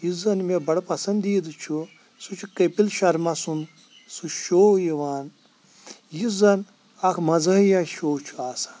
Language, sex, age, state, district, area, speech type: Kashmiri, male, 45-60, Jammu and Kashmir, Kulgam, rural, spontaneous